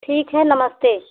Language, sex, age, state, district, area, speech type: Hindi, female, 45-60, Uttar Pradesh, Jaunpur, rural, conversation